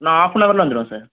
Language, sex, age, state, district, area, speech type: Tamil, male, 18-30, Tamil Nadu, Thanjavur, rural, conversation